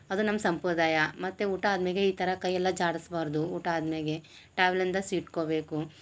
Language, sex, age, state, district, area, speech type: Kannada, female, 30-45, Karnataka, Gulbarga, urban, spontaneous